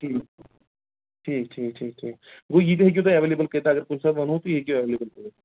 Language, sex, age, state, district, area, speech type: Kashmiri, male, 45-60, Jammu and Kashmir, Kulgam, urban, conversation